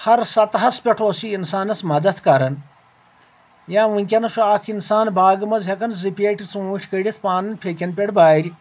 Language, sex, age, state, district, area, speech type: Kashmiri, male, 60+, Jammu and Kashmir, Anantnag, rural, spontaneous